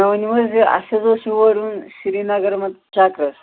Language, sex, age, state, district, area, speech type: Kashmiri, male, 60+, Jammu and Kashmir, Srinagar, urban, conversation